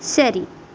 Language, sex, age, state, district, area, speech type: Malayalam, female, 18-30, Kerala, Kottayam, rural, read